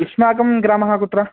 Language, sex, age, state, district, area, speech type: Sanskrit, male, 18-30, Karnataka, Dharwad, urban, conversation